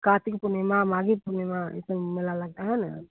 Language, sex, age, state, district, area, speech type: Hindi, female, 60+, Bihar, Begusarai, urban, conversation